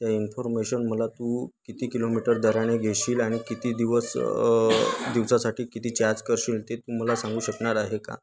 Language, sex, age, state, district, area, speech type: Marathi, male, 30-45, Maharashtra, Nagpur, urban, spontaneous